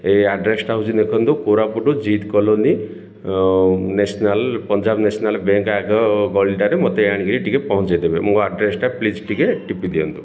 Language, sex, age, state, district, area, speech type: Odia, male, 18-30, Odisha, Koraput, urban, spontaneous